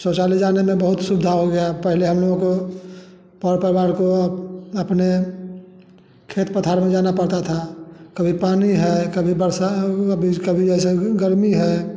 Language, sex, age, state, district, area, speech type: Hindi, male, 60+, Bihar, Samastipur, rural, spontaneous